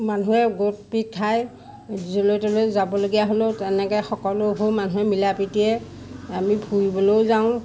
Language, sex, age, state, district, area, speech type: Assamese, female, 60+, Assam, Majuli, urban, spontaneous